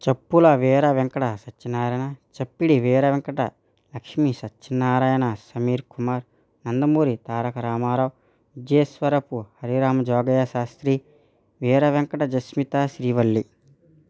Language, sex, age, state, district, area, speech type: Telugu, male, 30-45, Andhra Pradesh, East Godavari, rural, spontaneous